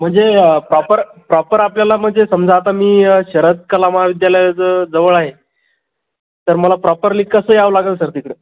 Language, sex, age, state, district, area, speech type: Marathi, male, 18-30, Maharashtra, Buldhana, rural, conversation